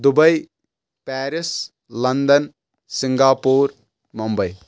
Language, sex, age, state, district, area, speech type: Kashmiri, male, 18-30, Jammu and Kashmir, Anantnag, rural, spontaneous